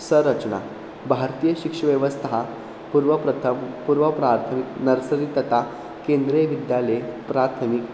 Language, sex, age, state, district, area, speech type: Sanskrit, male, 18-30, Maharashtra, Pune, urban, spontaneous